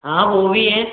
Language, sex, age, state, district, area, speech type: Hindi, male, 18-30, Madhya Pradesh, Gwalior, rural, conversation